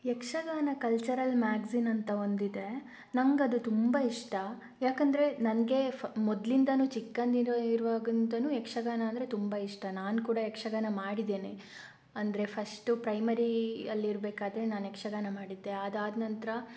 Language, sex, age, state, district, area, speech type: Kannada, female, 18-30, Karnataka, Shimoga, rural, spontaneous